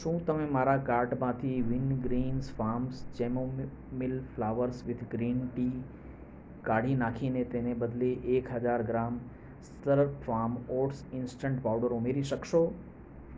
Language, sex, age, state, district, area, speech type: Gujarati, male, 45-60, Gujarat, Ahmedabad, urban, read